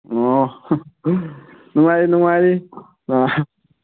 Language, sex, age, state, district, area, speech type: Manipuri, male, 30-45, Manipur, Kakching, rural, conversation